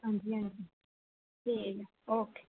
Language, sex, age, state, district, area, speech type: Dogri, female, 18-30, Jammu and Kashmir, Jammu, urban, conversation